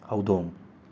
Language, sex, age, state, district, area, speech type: Manipuri, male, 30-45, Manipur, Imphal West, urban, read